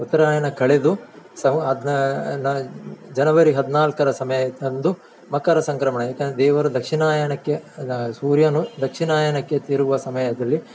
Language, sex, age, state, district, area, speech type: Kannada, male, 45-60, Karnataka, Dakshina Kannada, rural, spontaneous